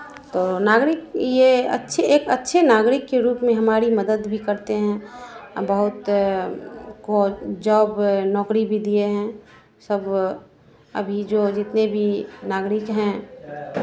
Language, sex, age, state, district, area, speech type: Hindi, female, 45-60, Bihar, Madhepura, rural, spontaneous